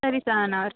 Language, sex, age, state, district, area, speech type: Kannada, female, 18-30, Karnataka, Tumkur, urban, conversation